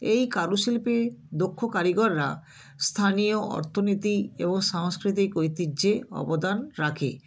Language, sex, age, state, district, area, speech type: Bengali, female, 60+, West Bengal, Nadia, rural, spontaneous